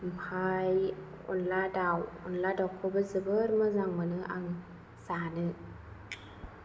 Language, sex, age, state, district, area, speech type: Bodo, female, 30-45, Assam, Chirang, urban, spontaneous